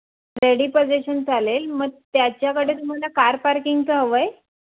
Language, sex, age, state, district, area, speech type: Marathi, female, 30-45, Maharashtra, Palghar, urban, conversation